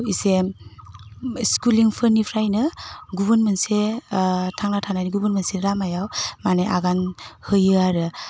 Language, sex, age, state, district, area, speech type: Bodo, female, 18-30, Assam, Udalguri, rural, spontaneous